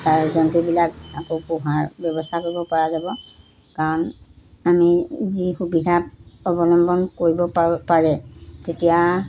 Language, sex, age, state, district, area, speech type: Assamese, female, 60+, Assam, Golaghat, rural, spontaneous